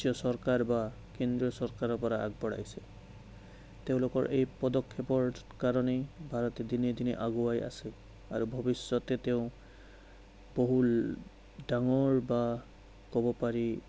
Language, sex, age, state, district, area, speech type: Assamese, male, 30-45, Assam, Sonitpur, rural, spontaneous